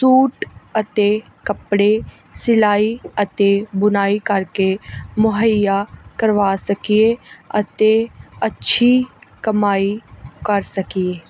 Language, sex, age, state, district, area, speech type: Punjabi, female, 18-30, Punjab, Gurdaspur, urban, spontaneous